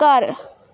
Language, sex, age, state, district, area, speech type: Punjabi, female, 30-45, Punjab, Mohali, urban, read